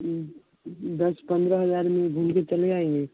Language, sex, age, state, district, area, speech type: Hindi, male, 18-30, Bihar, Vaishali, rural, conversation